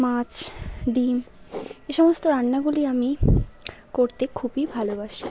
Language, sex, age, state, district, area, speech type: Bengali, female, 30-45, West Bengal, Hooghly, urban, spontaneous